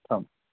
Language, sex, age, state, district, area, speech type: Kashmiri, male, 18-30, Jammu and Kashmir, Srinagar, urban, conversation